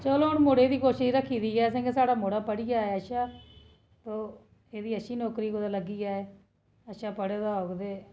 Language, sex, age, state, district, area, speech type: Dogri, female, 30-45, Jammu and Kashmir, Jammu, urban, spontaneous